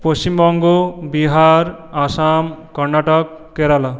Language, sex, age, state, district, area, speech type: Bengali, male, 18-30, West Bengal, Purulia, urban, spontaneous